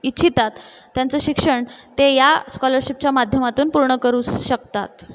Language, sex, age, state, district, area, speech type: Marathi, female, 30-45, Maharashtra, Buldhana, urban, spontaneous